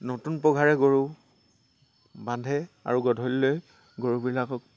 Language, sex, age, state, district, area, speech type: Assamese, male, 60+, Assam, Tinsukia, rural, spontaneous